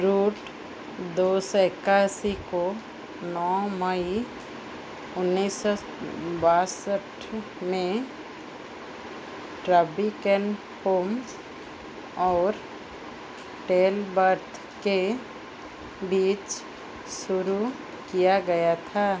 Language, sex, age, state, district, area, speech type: Hindi, female, 45-60, Madhya Pradesh, Chhindwara, rural, read